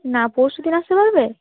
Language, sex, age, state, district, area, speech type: Bengali, female, 18-30, West Bengal, Cooch Behar, urban, conversation